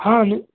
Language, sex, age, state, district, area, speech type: Odia, male, 60+, Odisha, Jharsuguda, rural, conversation